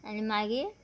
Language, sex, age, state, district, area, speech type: Goan Konkani, female, 30-45, Goa, Murmgao, rural, spontaneous